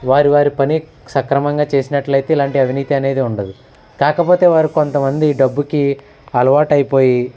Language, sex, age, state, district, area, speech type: Telugu, male, 30-45, Andhra Pradesh, Eluru, rural, spontaneous